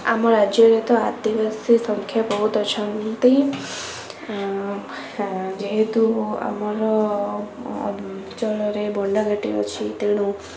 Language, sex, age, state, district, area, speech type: Odia, female, 18-30, Odisha, Cuttack, urban, spontaneous